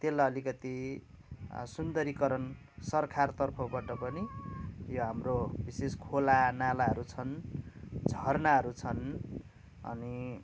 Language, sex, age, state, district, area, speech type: Nepali, male, 30-45, West Bengal, Kalimpong, rural, spontaneous